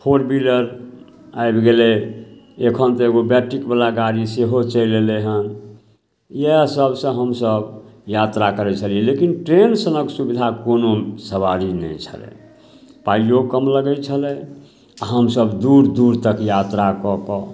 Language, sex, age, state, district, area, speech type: Maithili, male, 60+, Bihar, Samastipur, urban, spontaneous